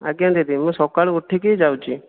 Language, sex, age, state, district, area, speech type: Odia, male, 18-30, Odisha, Jajpur, rural, conversation